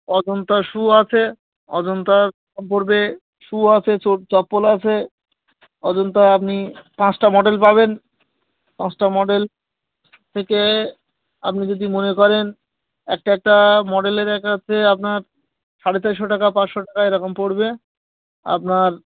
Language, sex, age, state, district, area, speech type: Bengali, male, 18-30, West Bengal, Birbhum, urban, conversation